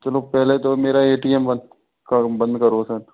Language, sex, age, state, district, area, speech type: Hindi, male, 45-60, Rajasthan, Karauli, rural, conversation